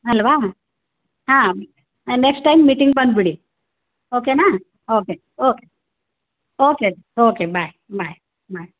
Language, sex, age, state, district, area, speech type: Kannada, female, 60+, Karnataka, Gulbarga, urban, conversation